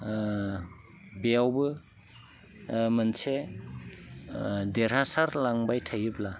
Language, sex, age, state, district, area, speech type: Bodo, male, 45-60, Assam, Udalguri, rural, spontaneous